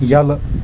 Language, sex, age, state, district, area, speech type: Kashmiri, male, 18-30, Jammu and Kashmir, Kulgam, rural, read